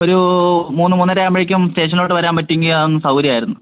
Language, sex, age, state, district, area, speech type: Malayalam, male, 18-30, Kerala, Kollam, rural, conversation